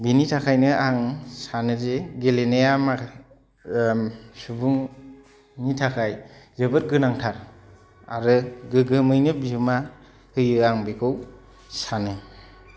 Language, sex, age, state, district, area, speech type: Bodo, male, 30-45, Assam, Kokrajhar, rural, spontaneous